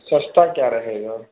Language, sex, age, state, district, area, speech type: Hindi, male, 45-60, Uttar Pradesh, Sitapur, rural, conversation